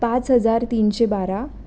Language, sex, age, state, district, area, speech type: Marathi, female, 18-30, Maharashtra, Pune, urban, spontaneous